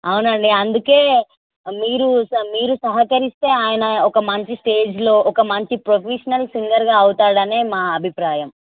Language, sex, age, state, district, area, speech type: Telugu, female, 18-30, Telangana, Hyderabad, rural, conversation